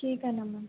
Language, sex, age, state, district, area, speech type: Marathi, female, 30-45, Maharashtra, Nagpur, rural, conversation